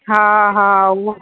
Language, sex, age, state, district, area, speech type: Sindhi, female, 30-45, Madhya Pradesh, Katni, urban, conversation